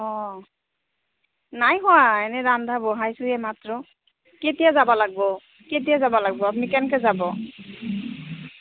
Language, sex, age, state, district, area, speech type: Assamese, female, 30-45, Assam, Goalpara, rural, conversation